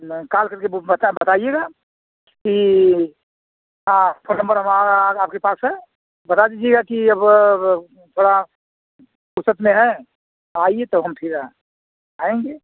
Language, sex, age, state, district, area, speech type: Hindi, male, 45-60, Uttar Pradesh, Azamgarh, rural, conversation